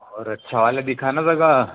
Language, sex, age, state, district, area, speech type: Hindi, male, 60+, Madhya Pradesh, Balaghat, rural, conversation